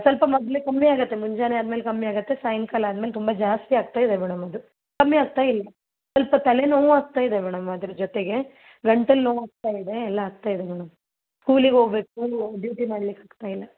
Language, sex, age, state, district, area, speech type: Kannada, female, 30-45, Karnataka, Gulbarga, urban, conversation